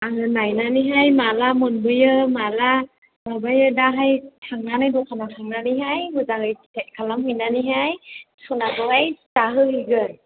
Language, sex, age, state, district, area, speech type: Bodo, female, 45-60, Assam, Chirang, rural, conversation